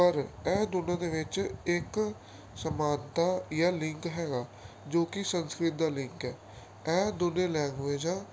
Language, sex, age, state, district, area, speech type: Punjabi, male, 18-30, Punjab, Gurdaspur, urban, spontaneous